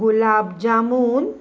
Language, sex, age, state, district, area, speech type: Goan Konkani, female, 45-60, Goa, Salcete, urban, spontaneous